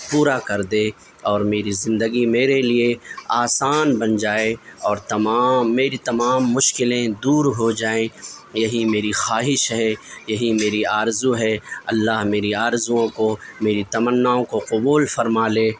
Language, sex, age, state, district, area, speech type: Urdu, male, 30-45, Delhi, South Delhi, urban, spontaneous